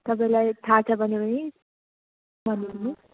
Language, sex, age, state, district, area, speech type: Nepali, female, 18-30, West Bengal, Kalimpong, rural, conversation